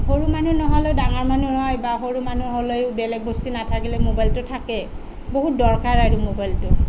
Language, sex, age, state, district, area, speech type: Assamese, female, 30-45, Assam, Sonitpur, rural, spontaneous